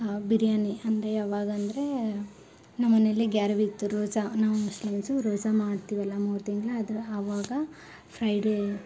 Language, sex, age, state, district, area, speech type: Kannada, female, 18-30, Karnataka, Koppal, urban, spontaneous